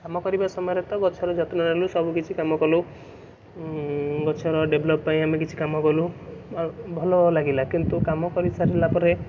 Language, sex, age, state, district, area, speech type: Odia, male, 18-30, Odisha, Cuttack, urban, spontaneous